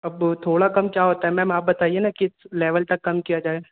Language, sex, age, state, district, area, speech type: Hindi, male, 18-30, Madhya Pradesh, Jabalpur, rural, conversation